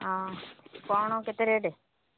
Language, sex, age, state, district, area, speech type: Odia, female, 45-60, Odisha, Angul, rural, conversation